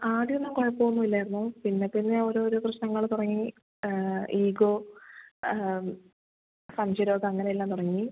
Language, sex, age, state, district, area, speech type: Malayalam, female, 18-30, Kerala, Wayanad, rural, conversation